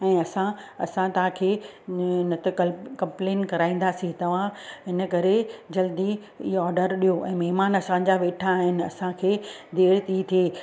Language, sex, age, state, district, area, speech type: Sindhi, female, 45-60, Gujarat, Surat, urban, spontaneous